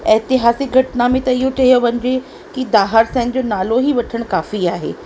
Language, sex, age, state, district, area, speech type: Sindhi, female, 45-60, Rajasthan, Ajmer, rural, spontaneous